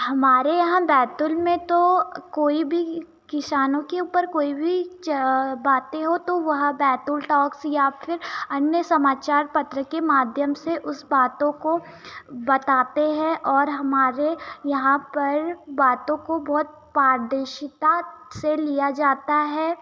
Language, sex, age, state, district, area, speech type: Hindi, female, 18-30, Madhya Pradesh, Betul, rural, spontaneous